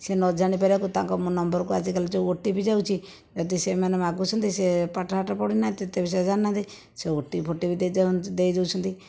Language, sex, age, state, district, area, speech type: Odia, female, 45-60, Odisha, Jajpur, rural, spontaneous